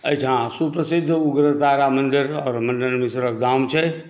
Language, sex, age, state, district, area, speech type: Maithili, male, 60+, Bihar, Saharsa, urban, spontaneous